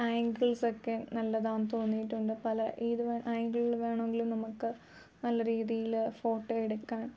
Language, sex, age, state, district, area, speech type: Malayalam, female, 18-30, Kerala, Alappuzha, rural, spontaneous